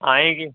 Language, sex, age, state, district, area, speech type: Hindi, male, 45-60, Uttar Pradesh, Ghazipur, rural, conversation